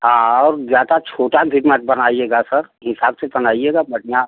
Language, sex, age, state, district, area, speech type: Hindi, male, 60+, Uttar Pradesh, Prayagraj, rural, conversation